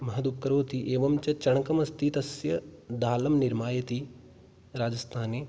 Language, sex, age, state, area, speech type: Sanskrit, male, 18-30, Rajasthan, rural, spontaneous